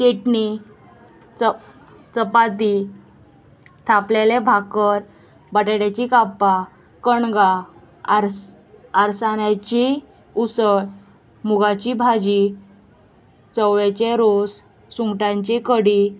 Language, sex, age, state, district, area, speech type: Goan Konkani, female, 18-30, Goa, Murmgao, urban, spontaneous